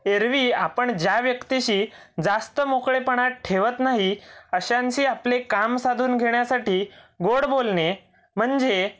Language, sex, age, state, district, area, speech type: Marathi, male, 18-30, Maharashtra, Raigad, rural, spontaneous